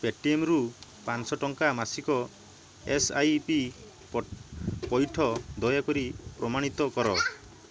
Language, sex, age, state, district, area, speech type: Odia, male, 30-45, Odisha, Balasore, rural, read